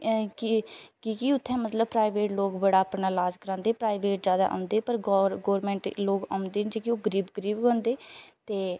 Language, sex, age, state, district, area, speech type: Dogri, female, 30-45, Jammu and Kashmir, Udhampur, urban, spontaneous